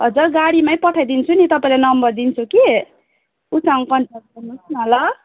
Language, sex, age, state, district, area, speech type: Nepali, female, 18-30, West Bengal, Darjeeling, rural, conversation